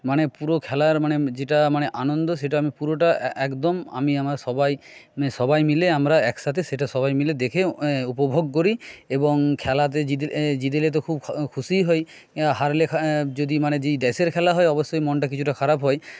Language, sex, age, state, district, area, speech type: Bengali, male, 30-45, West Bengal, Jhargram, rural, spontaneous